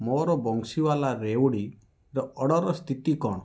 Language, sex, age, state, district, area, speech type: Odia, male, 45-60, Odisha, Balasore, rural, read